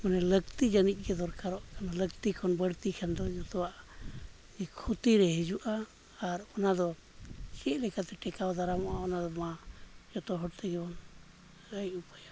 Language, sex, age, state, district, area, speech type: Santali, male, 45-60, Jharkhand, East Singhbhum, rural, spontaneous